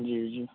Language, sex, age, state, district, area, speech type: Urdu, male, 18-30, Bihar, Purnia, rural, conversation